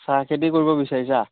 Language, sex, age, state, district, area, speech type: Assamese, male, 30-45, Assam, Biswanath, rural, conversation